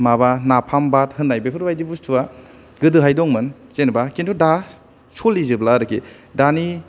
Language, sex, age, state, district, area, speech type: Bodo, male, 18-30, Assam, Kokrajhar, urban, spontaneous